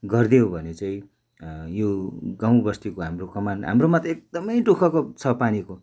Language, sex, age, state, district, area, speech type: Nepali, male, 60+, West Bengal, Darjeeling, rural, spontaneous